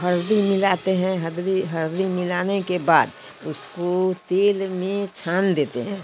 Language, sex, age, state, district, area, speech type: Hindi, female, 60+, Bihar, Samastipur, rural, spontaneous